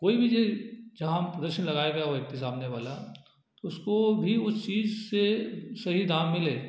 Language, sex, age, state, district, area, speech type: Hindi, male, 30-45, Madhya Pradesh, Ujjain, rural, spontaneous